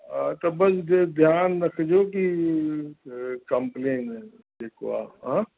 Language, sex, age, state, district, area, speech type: Sindhi, male, 60+, Uttar Pradesh, Lucknow, rural, conversation